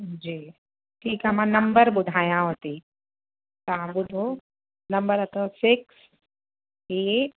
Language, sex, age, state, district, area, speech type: Sindhi, female, 45-60, Uttar Pradesh, Lucknow, urban, conversation